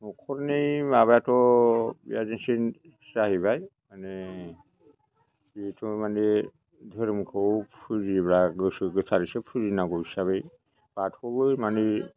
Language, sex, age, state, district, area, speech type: Bodo, male, 60+, Assam, Chirang, rural, spontaneous